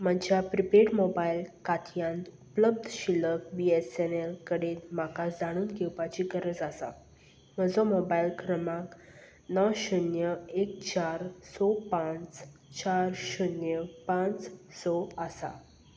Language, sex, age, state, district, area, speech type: Goan Konkani, female, 18-30, Goa, Salcete, rural, read